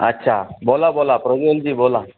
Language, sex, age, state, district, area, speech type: Marathi, male, 18-30, Maharashtra, Ratnagiri, rural, conversation